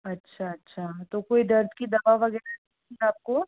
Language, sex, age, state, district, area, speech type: Hindi, female, 18-30, Rajasthan, Jaipur, urban, conversation